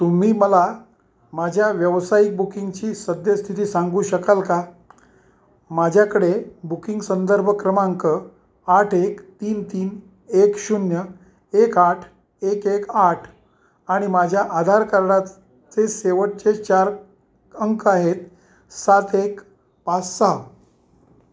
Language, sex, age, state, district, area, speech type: Marathi, male, 60+, Maharashtra, Kolhapur, urban, read